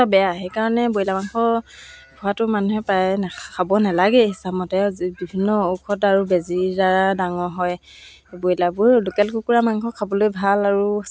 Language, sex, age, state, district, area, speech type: Assamese, female, 30-45, Assam, Sivasagar, rural, spontaneous